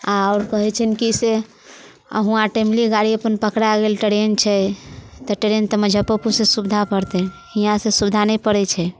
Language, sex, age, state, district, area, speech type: Maithili, female, 45-60, Bihar, Muzaffarpur, rural, spontaneous